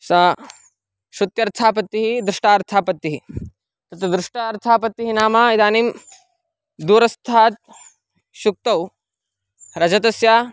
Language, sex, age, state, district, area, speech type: Sanskrit, male, 18-30, Karnataka, Mysore, urban, spontaneous